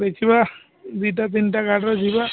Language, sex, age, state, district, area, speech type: Odia, male, 45-60, Odisha, Balasore, rural, conversation